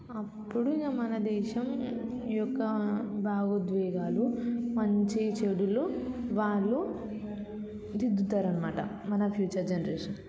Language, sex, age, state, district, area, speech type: Telugu, female, 18-30, Telangana, Vikarabad, rural, spontaneous